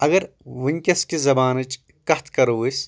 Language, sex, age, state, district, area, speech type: Kashmiri, male, 18-30, Jammu and Kashmir, Anantnag, rural, spontaneous